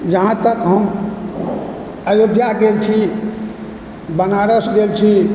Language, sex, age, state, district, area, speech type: Maithili, male, 45-60, Bihar, Supaul, urban, spontaneous